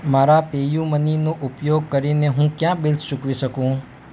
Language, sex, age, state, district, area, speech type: Gujarati, male, 30-45, Gujarat, Ahmedabad, urban, read